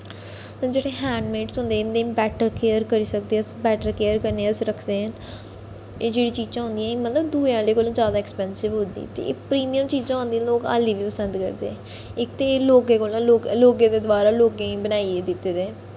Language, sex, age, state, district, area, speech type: Dogri, female, 30-45, Jammu and Kashmir, Reasi, urban, spontaneous